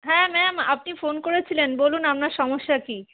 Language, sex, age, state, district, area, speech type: Bengali, female, 30-45, West Bengal, Darjeeling, urban, conversation